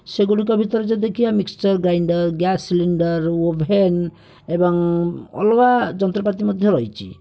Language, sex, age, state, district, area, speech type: Odia, male, 45-60, Odisha, Bhadrak, rural, spontaneous